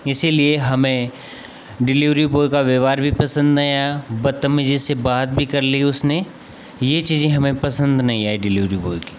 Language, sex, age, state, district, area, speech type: Hindi, male, 18-30, Rajasthan, Nagaur, rural, spontaneous